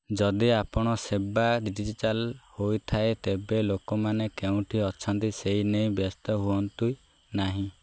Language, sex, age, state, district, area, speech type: Odia, male, 18-30, Odisha, Ganjam, urban, read